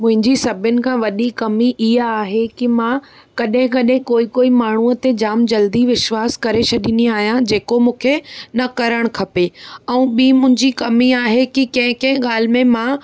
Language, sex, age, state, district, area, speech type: Sindhi, female, 18-30, Maharashtra, Thane, urban, spontaneous